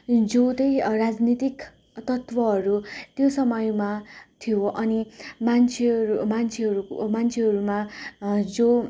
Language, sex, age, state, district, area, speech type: Nepali, female, 18-30, West Bengal, Darjeeling, rural, spontaneous